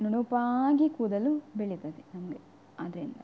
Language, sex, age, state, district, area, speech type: Kannada, female, 18-30, Karnataka, Udupi, rural, spontaneous